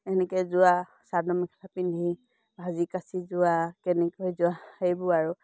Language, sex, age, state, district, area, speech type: Assamese, female, 45-60, Assam, Dibrugarh, rural, spontaneous